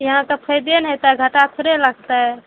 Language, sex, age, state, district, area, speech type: Maithili, female, 18-30, Bihar, Araria, urban, conversation